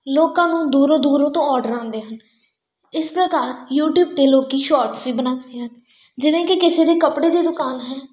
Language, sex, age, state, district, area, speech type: Punjabi, female, 18-30, Punjab, Tarn Taran, rural, spontaneous